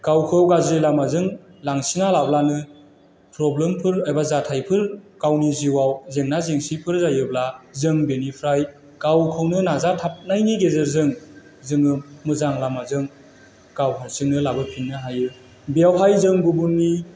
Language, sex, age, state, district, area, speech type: Bodo, male, 30-45, Assam, Chirang, rural, spontaneous